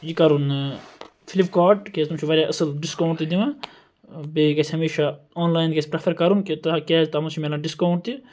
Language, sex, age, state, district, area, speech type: Kashmiri, male, 18-30, Jammu and Kashmir, Kupwara, rural, spontaneous